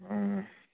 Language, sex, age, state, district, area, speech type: Manipuri, male, 18-30, Manipur, Kakching, rural, conversation